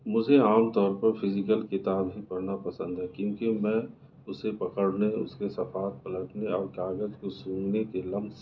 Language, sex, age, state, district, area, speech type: Urdu, male, 30-45, Delhi, South Delhi, urban, spontaneous